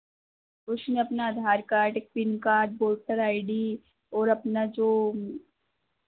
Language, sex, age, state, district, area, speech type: Hindi, female, 30-45, Madhya Pradesh, Harda, urban, conversation